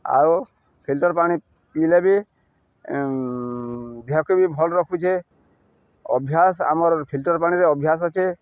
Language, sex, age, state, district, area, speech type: Odia, male, 60+, Odisha, Balangir, urban, spontaneous